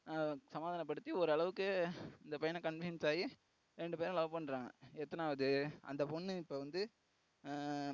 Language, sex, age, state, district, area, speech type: Tamil, male, 18-30, Tamil Nadu, Tiruvarur, urban, spontaneous